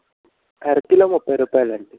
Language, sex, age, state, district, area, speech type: Telugu, male, 60+, Andhra Pradesh, N T Rama Rao, urban, conversation